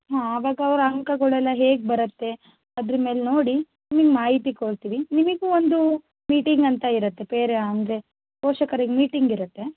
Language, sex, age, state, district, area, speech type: Kannada, female, 18-30, Karnataka, Shimoga, rural, conversation